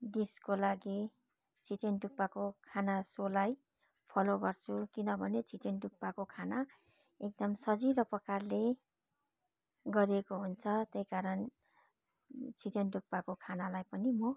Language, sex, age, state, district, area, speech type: Nepali, female, 45-60, West Bengal, Darjeeling, rural, spontaneous